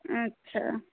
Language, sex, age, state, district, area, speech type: Urdu, female, 30-45, Bihar, Saharsa, rural, conversation